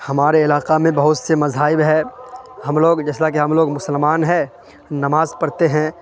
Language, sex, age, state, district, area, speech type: Urdu, male, 18-30, Bihar, Khagaria, rural, spontaneous